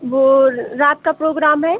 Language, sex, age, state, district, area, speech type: Hindi, female, 18-30, Madhya Pradesh, Hoshangabad, rural, conversation